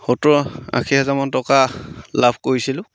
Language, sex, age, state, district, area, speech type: Assamese, male, 30-45, Assam, Sivasagar, rural, spontaneous